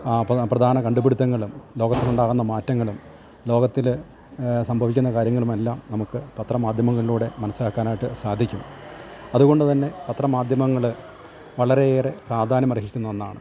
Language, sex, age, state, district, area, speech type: Malayalam, male, 60+, Kerala, Idukki, rural, spontaneous